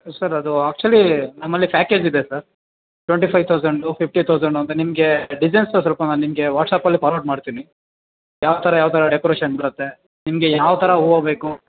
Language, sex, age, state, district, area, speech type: Kannada, male, 30-45, Karnataka, Kolar, rural, conversation